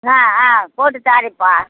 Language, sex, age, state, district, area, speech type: Tamil, female, 60+, Tamil Nadu, Madurai, rural, conversation